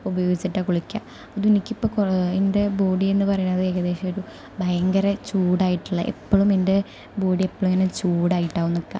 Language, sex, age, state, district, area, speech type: Malayalam, female, 18-30, Kerala, Thrissur, rural, spontaneous